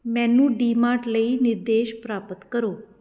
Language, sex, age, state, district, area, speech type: Punjabi, female, 30-45, Punjab, Patiala, urban, read